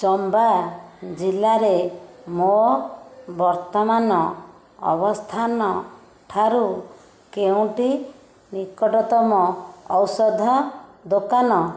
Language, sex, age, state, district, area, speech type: Odia, female, 60+, Odisha, Khordha, rural, read